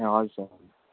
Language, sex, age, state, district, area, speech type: Nepali, male, 18-30, West Bengal, Darjeeling, rural, conversation